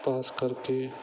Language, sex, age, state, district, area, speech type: Punjabi, male, 18-30, Punjab, Bathinda, rural, spontaneous